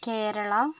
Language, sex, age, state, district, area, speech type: Malayalam, female, 30-45, Kerala, Kozhikode, rural, spontaneous